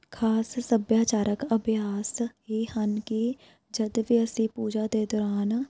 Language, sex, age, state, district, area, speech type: Punjabi, female, 30-45, Punjab, Shaheed Bhagat Singh Nagar, rural, spontaneous